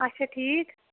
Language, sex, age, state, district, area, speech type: Kashmiri, female, 30-45, Jammu and Kashmir, Shopian, urban, conversation